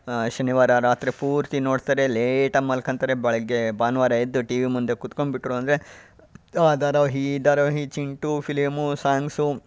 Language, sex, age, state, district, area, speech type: Kannada, male, 45-60, Karnataka, Chitradurga, rural, spontaneous